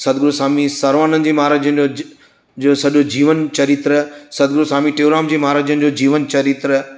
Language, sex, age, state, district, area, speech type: Sindhi, male, 60+, Gujarat, Surat, urban, spontaneous